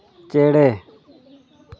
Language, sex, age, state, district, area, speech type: Santali, male, 30-45, West Bengal, Malda, rural, read